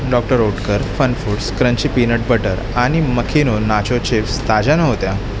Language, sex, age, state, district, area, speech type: Marathi, male, 18-30, Maharashtra, Mumbai Suburban, urban, read